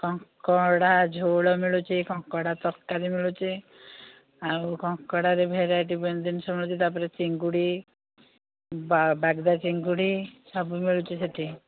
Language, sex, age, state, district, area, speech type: Odia, female, 45-60, Odisha, Nayagarh, rural, conversation